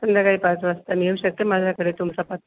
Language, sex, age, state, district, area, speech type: Marathi, female, 45-60, Maharashtra, Nashik, urban, conversation